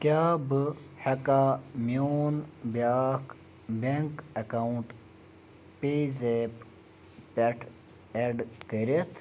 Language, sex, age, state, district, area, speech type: Kashmiri, male, 30-45, Jammu and Kashmir, Bandipora, rural, read